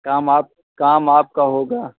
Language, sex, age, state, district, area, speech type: Hindi, male, 45-60, Uttar Pradesh, Pratapgarh, rural, conversation